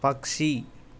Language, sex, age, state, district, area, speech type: Telugu, male, 18-30, Telangana, Hyderabad, urban, read